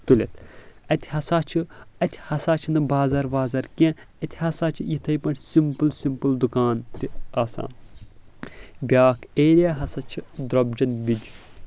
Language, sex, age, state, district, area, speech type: Kashmiri, male, 18-30, Jammu and Kashmir, Shopian, rural, spontaneous